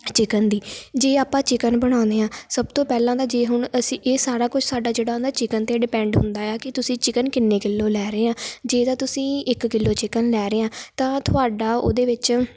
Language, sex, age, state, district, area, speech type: Punjabi, female, 18-30, Punjab, Shaheed Bhagat Singh Nagar, rural, spontaneous